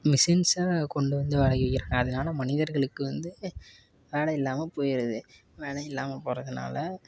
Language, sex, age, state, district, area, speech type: Tamil, male, 18-30, Tamil Nadu, Tiruppur, rural, spontaneous